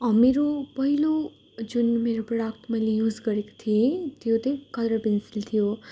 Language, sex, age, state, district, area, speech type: Nepali, female, 18-30, West Bengal, Darjeeling, rural, spontaneous